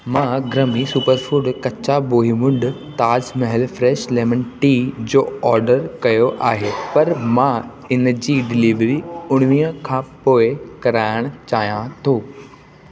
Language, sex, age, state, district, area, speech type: Sindhi, male, 18-30, Delhi, South Delhi, urban, read